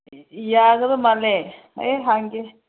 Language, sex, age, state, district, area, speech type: Manipuri, female, 30-45, Manipur, Senapati, rural, conversation